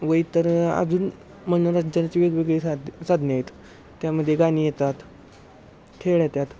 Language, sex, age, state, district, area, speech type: Marathi, male, 18-30, Maharashtra, Satara, urban, spontaneous